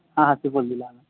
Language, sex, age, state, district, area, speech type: Urdu, male, 30-45, Bihar, Supaul, urban, conversation